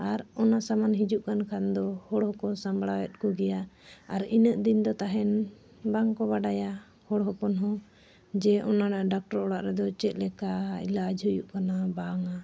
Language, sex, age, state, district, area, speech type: Santali, female, 45-60, Jharkhand, Bokaro, rural, spontaneous